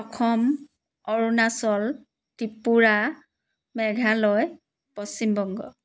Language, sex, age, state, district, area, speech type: Assamese, female, 45-60, Assam, Dibrugarh, rural, spontaneous